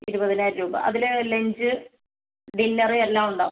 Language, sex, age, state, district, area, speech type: Malayalam, female, 18-30, Kerala, Wayanad, rural, conversation